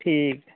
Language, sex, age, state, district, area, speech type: Dogri, male, 18-30, Jammu and Kashmir, Udhampur, rural, conversation